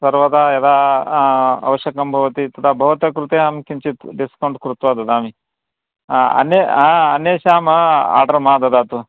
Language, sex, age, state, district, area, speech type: Sanskrit, male, 45-60, Karnataka, Vijayanagara, rural, conversation